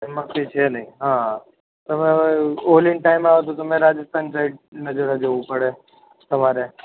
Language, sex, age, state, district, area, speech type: Gujarati, male, 18-30, Gujarat, Ahmedabad, urban, conversation